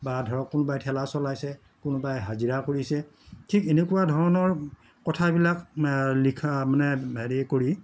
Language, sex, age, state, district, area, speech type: Assamese, male, 60+, Assam, Morigaon, rural, spontaneous